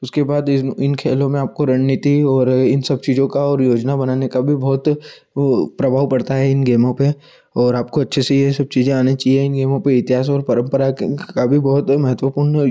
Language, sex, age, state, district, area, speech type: Hindi, male, 18-30, Madhya Pradesh, Ujjain, urban, spontaneous